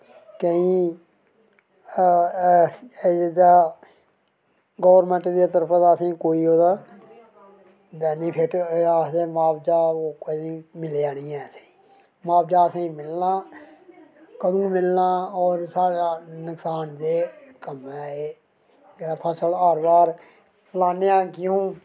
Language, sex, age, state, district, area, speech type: Dogri, male, 60+, Jammu and Kashmir, Reasi, rural, spontaneous